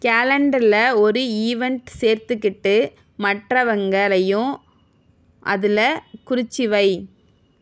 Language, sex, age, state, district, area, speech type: Tamil, female, 30-45, Tamil Nadu, Tiruvarur, rural, read